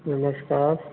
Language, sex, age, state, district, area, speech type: Hindi, male, 45-60, Uttar Pradesh, Hardoi, rural, conversation